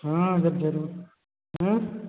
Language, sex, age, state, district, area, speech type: Hindi, male, 45-60, Uttar Pradesh, Hardoi, rural, conversation